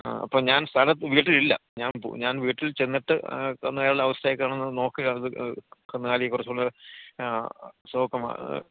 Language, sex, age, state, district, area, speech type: Malayalam, male, 60+, Kerala, Idukki, rural, conversation